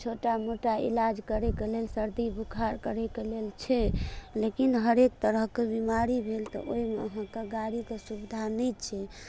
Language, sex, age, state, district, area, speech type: Maithili, female, 30-45, Bihar, Darbhanga, urban, spontaneous